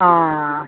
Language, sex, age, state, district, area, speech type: Malayalam, male, 30-45, Kerala, Alappuzha, rural, conversation